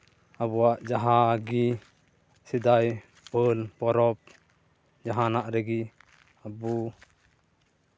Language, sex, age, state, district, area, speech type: Santali, male, 30-45, West Bengal, Purba Bardhaman, rural, spontaneous